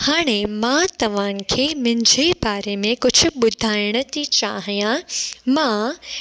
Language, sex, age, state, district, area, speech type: Sindhi, female, 18-30, Gujarat, Junagadh, urban, spontaneous